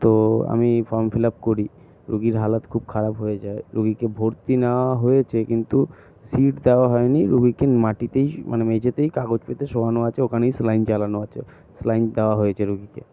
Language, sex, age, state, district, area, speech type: Bengali, male, 60+, West Bengal, Purba Bardhaman, rural, spontaneous